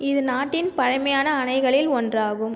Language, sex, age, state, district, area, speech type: Tamil, female, 30-45, Tamil Nadu, Cuddalore, rural, read